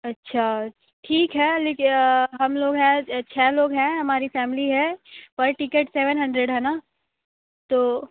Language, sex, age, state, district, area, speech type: Hindi, female, 30-45, Uttar Pradesh, Sonbhadra, rural, conversation